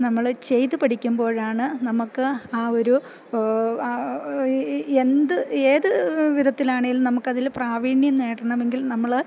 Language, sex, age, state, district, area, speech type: Malayalam, female, 60+, Kerala, Idukki, rural, spontaneous